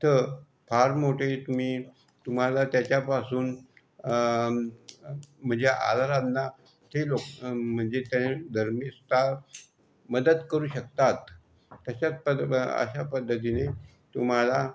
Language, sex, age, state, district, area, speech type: Marathi, male, 45-60, Maharashtra, Buldhana, rural, spontaneous